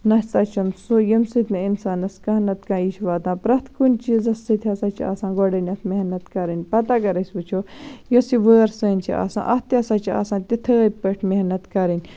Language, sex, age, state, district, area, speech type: Kashmiri, female, 45-60, Jammu and Kashmir, Baramulla, rural, spontaneous